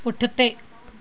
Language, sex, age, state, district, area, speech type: Sindhi, female, 45-60, Maharashtra, Pune, urban, read